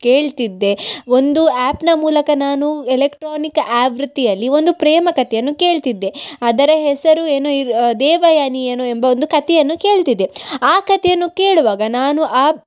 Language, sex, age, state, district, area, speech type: Kannada, female, 18-30, Karnataka, Udupi, rural, spontaneous